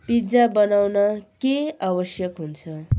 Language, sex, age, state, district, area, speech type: Nepali, female, 30-45, West Bengal, Kalimpong, rural, read